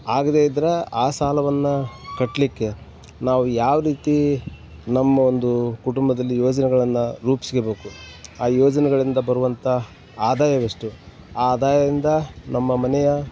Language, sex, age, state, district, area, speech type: Kannada, male, 45-60, Karnataka, Koppal, rural, spontaneous